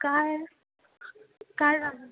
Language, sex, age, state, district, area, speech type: Marathi, female, 18-30, Maharashtra, Mumbai Suburban, urban, conversation